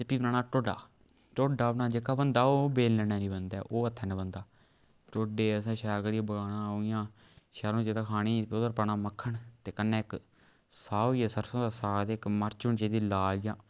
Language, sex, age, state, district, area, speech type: Dogri, male, 30-45, Jammu and Kashmir, Udhampur, rural, spontaneous